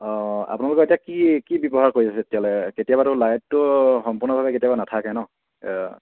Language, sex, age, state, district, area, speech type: Assamese, male, 30-45, Assam, Sivasagar, rural, conversation